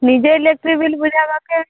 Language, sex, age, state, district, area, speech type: Odia, female, 18-30, Odisha, Subarnapur, urban, conversation